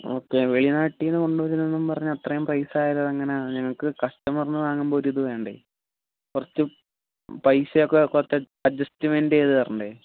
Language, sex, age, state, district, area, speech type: Malayalam, male, 18-30, Kerala, Kollam, rural, conversation